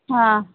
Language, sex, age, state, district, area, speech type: Marathi, female, 18-30, Maharashtra, Akola, rural, conversation